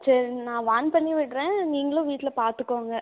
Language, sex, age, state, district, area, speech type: Tamil, female, 18-30, Tamil Nadu, Namakkal, rural, conversation